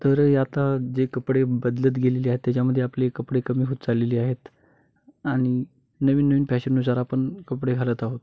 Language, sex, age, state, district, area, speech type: Marathi, male, 18-30, Maharashtra, Hingoli, urban, spontaneous